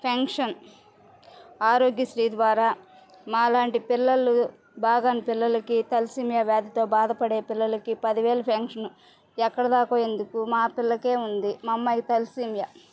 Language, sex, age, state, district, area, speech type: Telugu, female, 30-45, Andhra Pradesh, Bapatla, rural, spontaneous